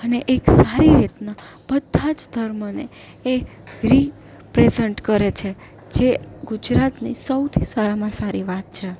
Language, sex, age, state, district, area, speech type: Gujarati, female, 18-30, Gujarat, Junagadh, urban, spontaneous